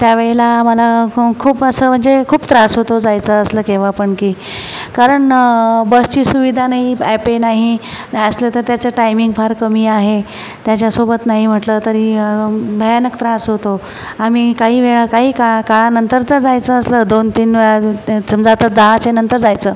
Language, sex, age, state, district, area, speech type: Marathi, female, 45-60, Maharashtra, Buldhana, rural, spontaneous